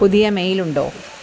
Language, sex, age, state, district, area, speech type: Malayalam, female, 30-45, Kerala, Idukki, rural, read